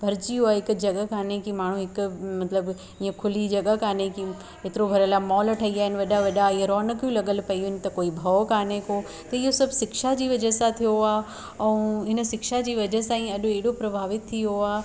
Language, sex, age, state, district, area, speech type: Sindhi, female, 30-45, Madhya Pradesh, Katni, rural, spontaneous